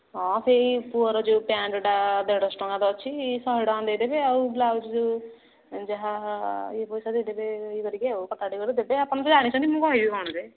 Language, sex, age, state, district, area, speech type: Odia, female, 18-30, Odisha, Nayagarh, rural, conversation